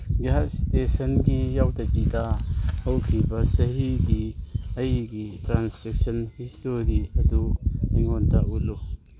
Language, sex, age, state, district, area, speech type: Manipuri, male, 45-60, Manipur, Kangpokpi, urban, read